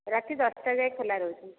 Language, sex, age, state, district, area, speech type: Odia, female, 45-60, Odisha, Dhenkanal, rural, conversation